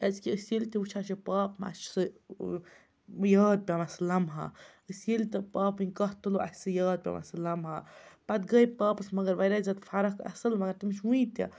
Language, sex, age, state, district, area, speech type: Kashmiri, female, 30-45, Jammu and Kashmir, Baramulla, rural, spontaneous